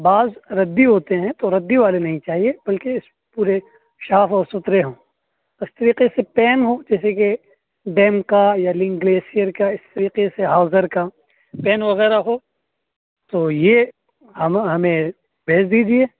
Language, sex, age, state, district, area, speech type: Urdu, male, 18-30, Uttar Pradesh, Muzaffarnagar, urban, conversation